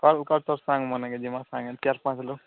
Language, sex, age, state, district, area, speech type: Odia, male, 18-30, Odisha, Nuapada, urban, conversation